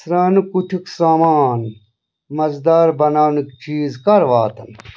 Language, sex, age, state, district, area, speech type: Kashmiri, other, 45-60, Jammu and Kashmir, Bandipora, rural, read